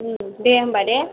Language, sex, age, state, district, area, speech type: Bodo, female, 18-30, Assam, Chirang, rural, conversation